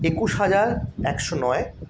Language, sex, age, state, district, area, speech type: Bengali, male, 30-45, West Bengal, Paschim Bardhaman, urban, spontaneous